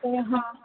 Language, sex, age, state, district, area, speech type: Marathi, female, 18-30, Maharashtra, Solapur, urban, conversation